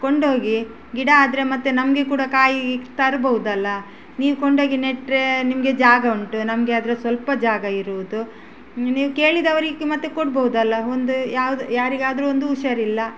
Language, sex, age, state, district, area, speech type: Kannada, female, 45-60, Karnataka, Udupi, rural, spontaneous